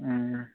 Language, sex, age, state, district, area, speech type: Manipuri, male, 30-45, Manipur, Churachandpur, rural, conversation